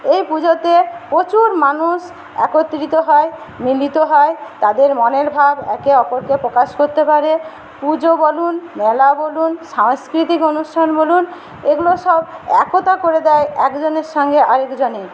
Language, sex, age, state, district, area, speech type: Bengali, female, 60+, West Bengal, Paschim Medinipur, rural, spontaneous